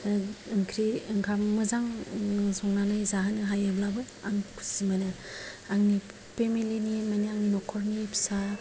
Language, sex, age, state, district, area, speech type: Bodo, female, 45-60, Assam, Kokrajhar, rural, spontaneous